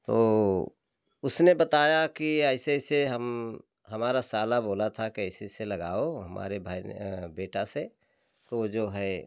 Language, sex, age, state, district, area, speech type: Hindi, male, 60+, Uttar Pradesh, Jaunpur, rural, spontaneous